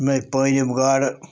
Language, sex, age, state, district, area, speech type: Kashmiri, male, 30-45, Jammu and Kashmir, Srinagar, urban, spontaneous